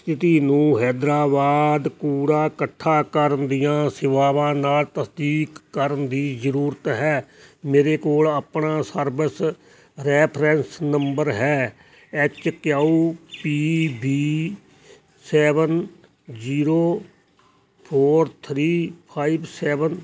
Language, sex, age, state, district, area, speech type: Punjabi, male, 60+, Punjab, Hoshiarpur, rural, read